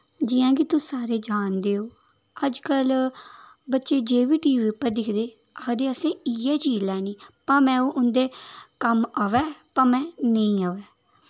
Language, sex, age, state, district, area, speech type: Dogri, female, 18-30, Jammu and Kashmir, Udhampur, rural, spontaneous